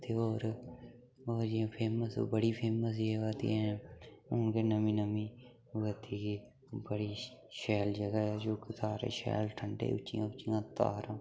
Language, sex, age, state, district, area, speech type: Dogri, male, 18-30, Jammu and Kashmir, Udhampur, rural, spontaneous